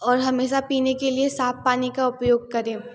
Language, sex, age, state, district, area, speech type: Hindi, female, 18-30, Uttar Pradesh, Varanasi, urban, spontaneous